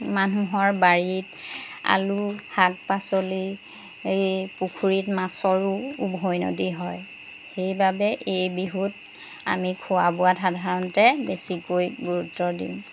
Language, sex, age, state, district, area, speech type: Assamese, female, 30-45, Assam, Jorhat, urban, spontaneous